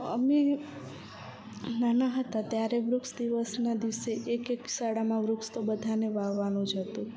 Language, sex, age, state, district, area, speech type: Gujarati, female, 18-30, Gujarat, Kutch, rural, spontaneous